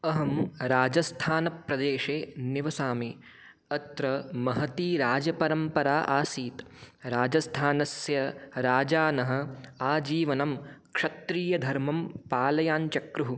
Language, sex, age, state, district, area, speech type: Sanskrit, male, 18-30, Rajasthan, Jaipur, urban, spontaneous